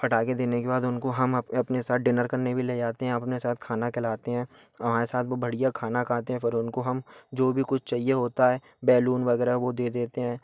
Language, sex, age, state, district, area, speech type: Hindi, male, 18-30, Madhya Pradesh, Gwalior, urban, spontaneous